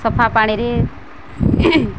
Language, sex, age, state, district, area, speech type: Odia, female, 45-60, Odisha, Malkangiri, urban, spontaneous